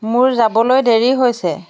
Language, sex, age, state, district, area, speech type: Assamese, female, 45-60, Assam, Jorhat, urban, spontaneous